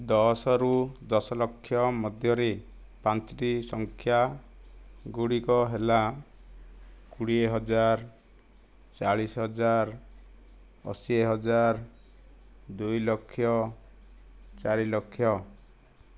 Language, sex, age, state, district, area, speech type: Odia, male, 60+, Odisha, Kandhamal, rural, spontaneous